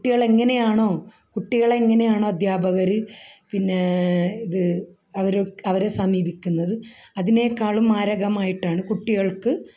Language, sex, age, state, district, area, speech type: Malayalam, female, 45-60, Kerala, Kasaragod, rural, spontaneous